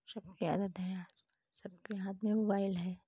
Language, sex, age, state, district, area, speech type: Hindi, female, 45-60, Uttar Pradesh, Pratapgarh, rural, spontaneous